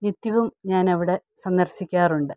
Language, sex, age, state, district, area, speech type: Malayalam, female, 45-60, Kerala, Pathanamthitta, rural, spontaneous